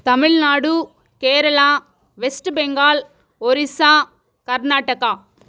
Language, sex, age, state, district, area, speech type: Telugu, female, 45-60, Andhra Pradesh, Sri Balaji, urban, spontaneous